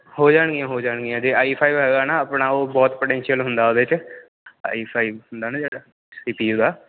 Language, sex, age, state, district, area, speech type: Punjabi, male, 18-30, Punjab, Ludhiana, urban, conversation